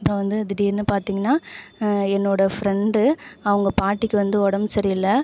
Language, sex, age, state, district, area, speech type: Tamil, female, 30-45, Tamil Nadu, Ariyalur, rural, spontaneous